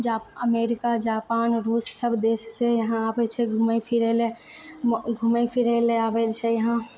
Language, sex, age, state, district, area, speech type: Maithili, female, 18-30, Bihar, Purnia, rural, spontaneous